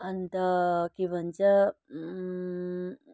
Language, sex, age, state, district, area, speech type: Nepali, female, 60+, West Bengal, Kalimpong, rural, spontaneous